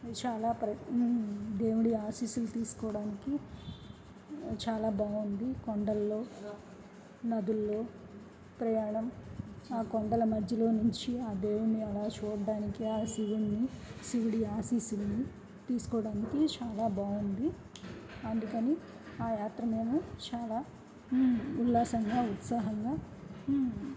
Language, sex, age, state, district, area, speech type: Telugu, female, 30-45, Andhra Pradesh, N T Rama Rao, urban, spontaneous